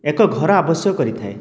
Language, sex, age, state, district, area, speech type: Odia, male, 60+, Odisha, Dhenkanal, rural, spontaneous